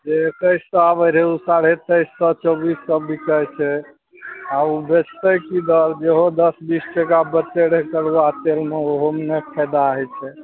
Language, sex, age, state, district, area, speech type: Maithili, male, 45-60, Bihar, Araria, rural, conversation